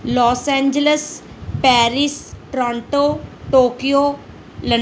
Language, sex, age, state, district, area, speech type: Punjabi, female, 30-45, Punjab, Mansa, urban, spontaneous